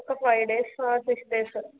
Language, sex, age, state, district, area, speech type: Telugu, female, 18-30, Andhra Pradesh, Konaseema, urban, conversation